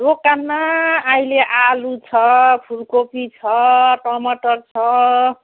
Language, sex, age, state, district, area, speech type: Nepali, female, 45-60, West Bengal, Jalpaiguri, urban, conversation